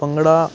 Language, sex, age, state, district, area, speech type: Punjabi, male, 18-30, Punjab, Ludhiana, urban, spontaneous